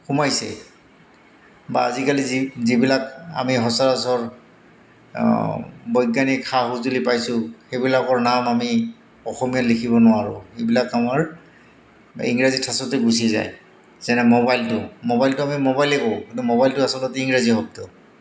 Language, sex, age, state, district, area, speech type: Assamese, male, 45-60, Assam, Goalpara, urban, spontaneous